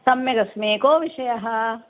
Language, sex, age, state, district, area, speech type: Sanskrit, female, 60+, Kerala, Palakkad, urban, conversation